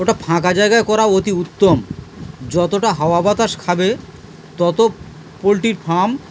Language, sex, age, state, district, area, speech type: Bengali, male, 60+, West Bengal, Dakshin Dinajpur, urban, spontaneous